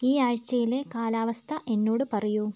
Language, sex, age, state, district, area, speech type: Malayalam, female, 18-30, Kerala, Wayanad, rural, read